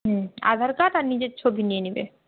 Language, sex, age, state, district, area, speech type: Bengali, female, 18-30, West Bengal, Malda, urban, conversation